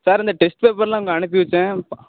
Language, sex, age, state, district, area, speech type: Tamil, male, 18-30, Tamil Nadu, Thoothukudi, rural, conversation